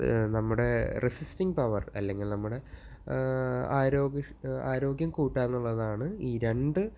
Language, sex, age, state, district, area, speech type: Malayalam, male, 18-30, Kerala, Thrissur, urban, spontaneous